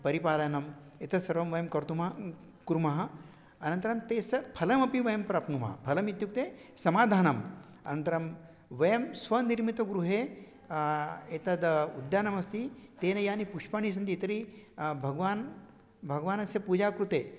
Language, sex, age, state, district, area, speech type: Sanskrit, male, 60+, Maharashtra, Nagpur, urban, spontaneous